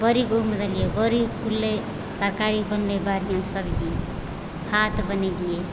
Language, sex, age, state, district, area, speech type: Maithili, female, 30-45, Bihar, Supaul, rural, spontaneous